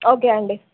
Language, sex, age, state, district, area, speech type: Telugu, female, 18-30, Telangana, Nirmal, rural, conversation